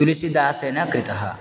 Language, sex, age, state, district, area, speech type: Sanskrit, male, 18-30, Assam, Dhemaji, rural, spontaneous